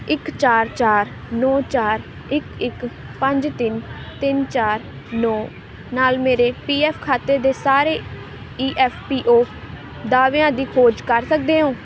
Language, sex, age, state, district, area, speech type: Punjabi, female, 18-30, Punjab, Ludhiana, rural, read